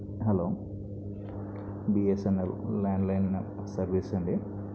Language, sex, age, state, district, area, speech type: Telugu, male, 45-60, Andhra Pradesh, N T Rama Rao, urban, spontaneous